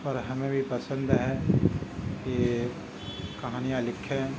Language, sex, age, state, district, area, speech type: Urdu, male, 30-45, Uttar Pradesh, Gautam Buddha Nagar, urban, spontaneous